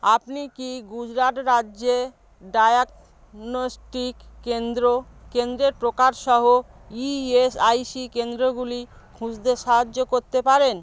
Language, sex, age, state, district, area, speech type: Bengali, female, 45-60, West Bengal, South 24 Parganas, rural, read